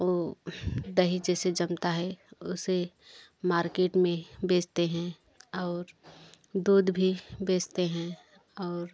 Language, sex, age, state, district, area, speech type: Hindi, female, 30-45, Uttar Pradesh, Jaunpur, rural, spontaneous